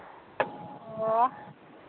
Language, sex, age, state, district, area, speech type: Manipuri, female, 45-60, Manipur, Imphal East, rural, conversation